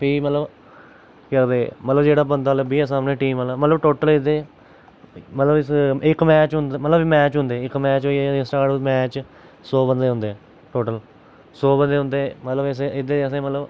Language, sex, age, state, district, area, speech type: Dogri, male, 18-30, Jammu and Kashmir, Jammu, urban, spontaneous